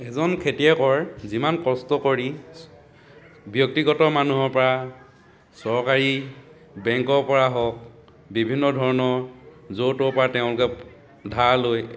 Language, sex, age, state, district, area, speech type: Assamese, male, 30-45, Assam, Dhemaji, rural, spontaneous